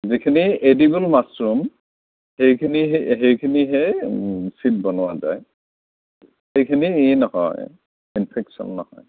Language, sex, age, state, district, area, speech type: Assamese, male, 60+, Assam, Kamrup Metropolitan, urban, conversation